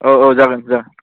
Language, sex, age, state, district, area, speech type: Bodo, male, 18-30, Assam, Udalguri, urban, conversation